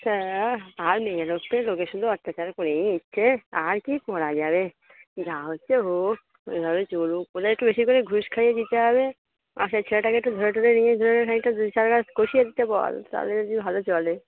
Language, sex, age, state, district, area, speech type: Bengali, female, 45-60, West Bengal, Darjeeling, urban, conversation